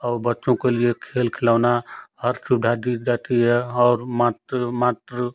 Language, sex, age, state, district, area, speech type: Hindi, male, 45-60, Uttar Pradesh, Ghazipur, rural, spontaneous